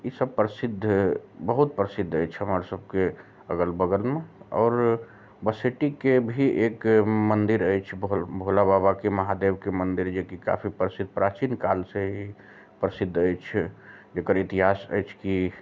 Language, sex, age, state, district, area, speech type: Maithili, male, 45-60, Bihar, Araria, rural, spontaneous